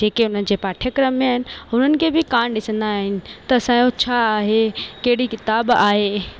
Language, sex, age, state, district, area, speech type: Sindhi, female, 18-30, Rajasthan, Ajmer, urban, spontaneous